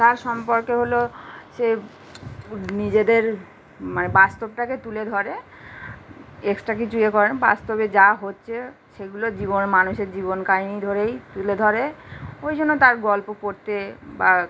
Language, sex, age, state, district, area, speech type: Bengali, female, 30-45, West Bengal, Kolkata, urban, spontaneous